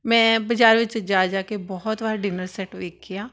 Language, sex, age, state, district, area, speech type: Punjabi, female, 30-45, Punjab, Tarn Taran, urban, spontaneous